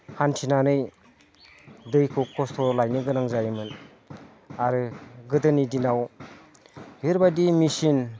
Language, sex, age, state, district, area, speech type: Bodo, male, 45-60, Assam, Udalguri, rural, spontaneous